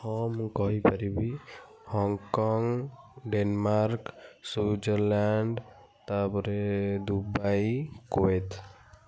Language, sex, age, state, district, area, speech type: Odia, male, 30-45, Odisha, Kendujhar, urban, spontaneous